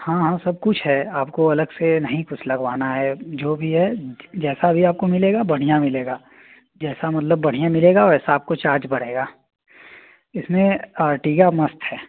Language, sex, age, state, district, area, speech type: Hindi, male, 18-30, Uttar Pradesh, Azamgarh, rural, conversation